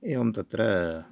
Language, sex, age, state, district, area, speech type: Sanskrit, male, 18-30, Karnataka, Chikkamagaluru, urban, spontaneous